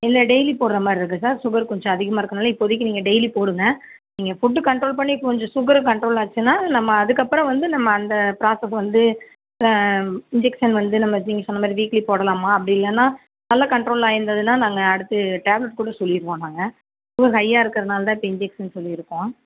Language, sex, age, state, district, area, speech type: Tamil, female, 30-45, Tamil Nadu, Perambalur, rural, conversation